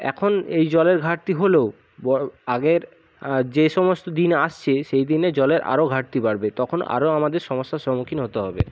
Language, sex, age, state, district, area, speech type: Bengali, male, 45-60, West Bengal, Purba Medinipur, rural, spontaneous